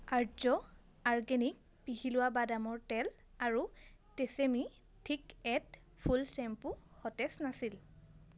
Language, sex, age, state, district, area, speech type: Assamese, female, 18-30, Assam, Majuli, urban, read